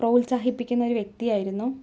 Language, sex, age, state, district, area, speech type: Malayalam, female, 30-45, Kerala, Palakkad, rural, spontaneous